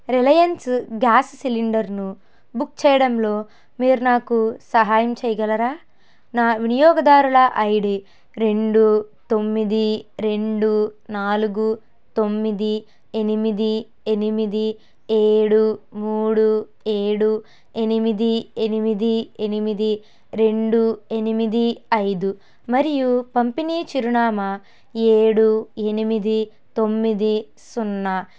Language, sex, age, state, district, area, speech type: Telugu, female, 18-30, Andhra Pradesh, N T Rama Rao, urban, read